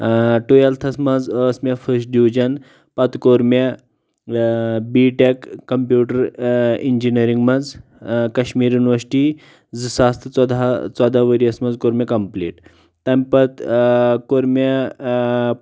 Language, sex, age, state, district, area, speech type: Kashmiri, male, 30-45, Jammu and Kashmir, Shopian, rural, spontaneous